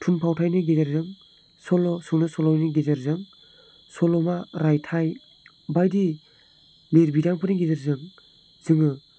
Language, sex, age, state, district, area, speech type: Bodo, male, 18-30, Assam, Chirang, urban, spontaneous